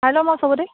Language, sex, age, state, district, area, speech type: Assamese, female, 18-30, Assam, Charaideo, rural, conversation